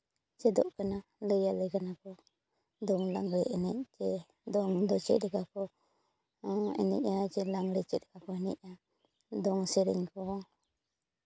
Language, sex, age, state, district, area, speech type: Santali, female, 30-45, Jharkhand, Seraikela Kharsawan, rural, spontaneous